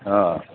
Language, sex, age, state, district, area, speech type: Marathi, male, 60+, Maharashtra, Palghar, rural, conversation